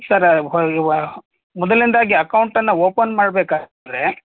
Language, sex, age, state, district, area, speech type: Kannada, male, 30-45, Karnataka, Shimoga, rural, conversation